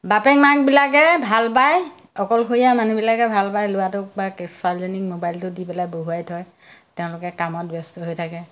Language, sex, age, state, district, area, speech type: Assamese, female, 60+, Assam, Majuli, urban, spontaneous